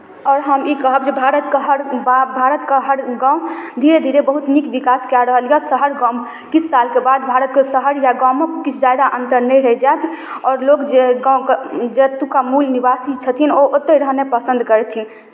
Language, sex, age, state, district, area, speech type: Maithili, female, 18-30, Bihar, Darbhanga, rural, spontaneous